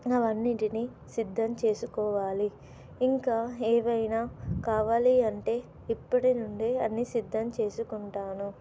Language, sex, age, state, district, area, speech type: Telugu, female, 18-30, Telangana, Nizamabad, urban, spontaneous